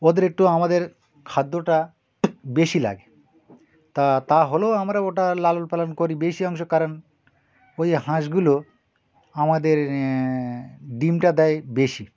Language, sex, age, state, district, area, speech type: Bengali, male, 60+, West Bengal, Birbhum, urban, spontaneous